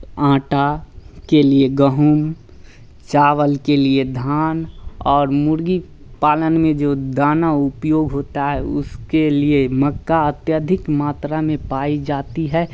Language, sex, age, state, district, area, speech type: Hindi, male, 18-30, Bihar, Samastipur, rural, spontaneous